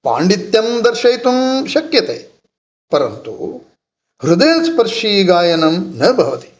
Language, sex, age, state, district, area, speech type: Sanskrit, male, 60+, Karnataka, Dakshina Kannada, urban, spontaneous